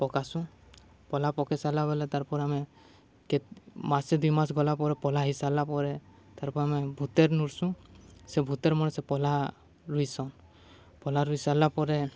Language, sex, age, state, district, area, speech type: Odia, male, 18-30, Odisha, Balangir, urban, spontaneous